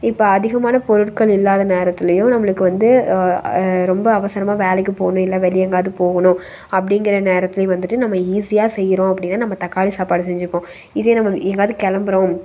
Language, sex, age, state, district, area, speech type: Tamil, female, 18-30, Tamil Nadu, Tiruppur, rural, spontaneous